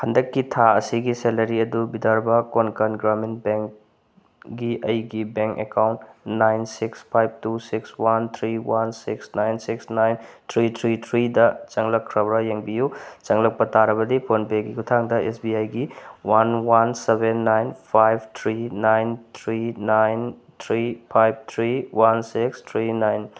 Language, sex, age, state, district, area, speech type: Manipuri, male, 30-45, Manipur, Tengnoupal, rural, read